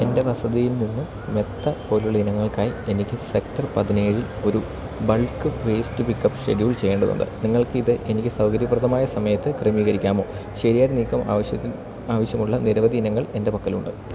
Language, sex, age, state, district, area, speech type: Malayalam, male, 30-45, Kerala, Idukki, rural, read